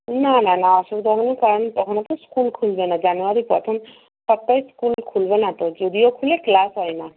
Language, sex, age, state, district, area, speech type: Bengali, female, 45-60, West Bengal, Purba Medinipur, rural, conversation